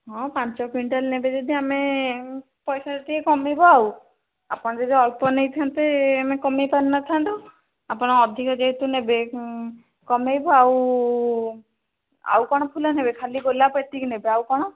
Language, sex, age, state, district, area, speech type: Odia, female, 45-60, Odisha, Bhadrak, rural, conversation